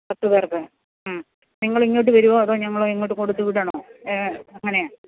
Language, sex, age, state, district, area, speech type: Malayalam, female, 45-60, Kerala, Pathanamthitta, rural, conversation